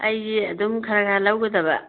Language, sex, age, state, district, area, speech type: Manipuri, female, 45-60, Manipur, Imphal East, rural, conversation